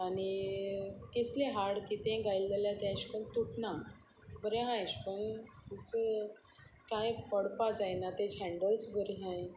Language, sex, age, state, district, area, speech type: Goan Konkani, female, 45-60, Goa, Sanguem, rural, spontaneous